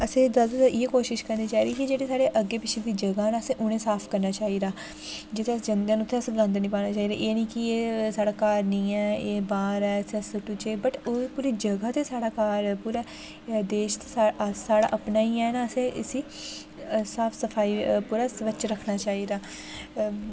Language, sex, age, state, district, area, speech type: Dogri, female, 18-30, Jammu and Kashmir, Jammu, rural, spontaneous